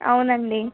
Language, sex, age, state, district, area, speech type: Telugu, female, 18-30, Telangana, Medchal, urban, conversation